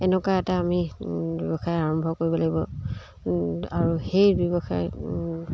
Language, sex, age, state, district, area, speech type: Assamese, female, 60+, Assam, Dibrugarh, rural, spontaneous